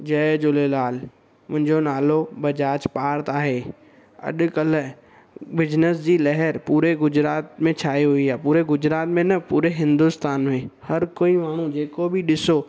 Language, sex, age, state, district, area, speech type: Sindhi, male, 18-30, Gujarat, Surat, urban, spontaneous